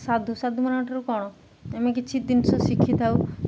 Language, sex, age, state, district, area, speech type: Odia, female, 30-45, Odisha, Jagatsinghpur, urban, spontaneous